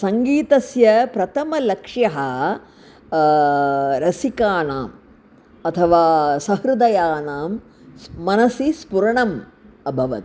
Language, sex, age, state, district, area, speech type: Sanskrit, female, 60+, Tamil Nadu, Chennai, urban, spontaneous